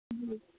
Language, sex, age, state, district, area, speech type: Urdu, female, 18-30, Bihar, Khagaria, rural, conversation